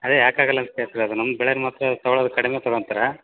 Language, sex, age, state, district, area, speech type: Kannada, male, 30-45, Karnataka, Bellary, rural, conversation